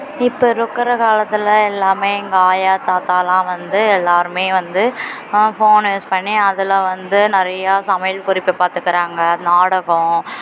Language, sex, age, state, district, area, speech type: Tamil, female, 18-30, Tamil Nadu, Perambalur, rural, spontaneous